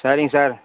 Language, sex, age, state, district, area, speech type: Tamil, male, 60+, Tamil Nadu, Kallakurichi, urban, conversation